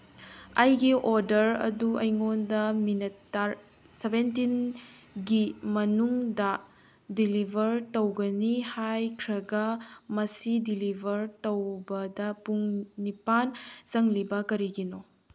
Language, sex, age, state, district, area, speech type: Manipuri, female, 30-45, Manipur, Tengnoupal, urban, read